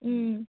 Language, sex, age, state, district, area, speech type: Nepali, female, 18-30, West Bengal, Kalimpong, rural, conversation